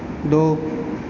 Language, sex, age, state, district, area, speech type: Urdu, male, 18-30, Uttar Pradesh, Aligarh, urban, read